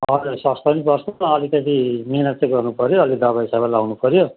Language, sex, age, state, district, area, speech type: Nepali, male, 60+, West Bengal, Darjeeling, rural, conversation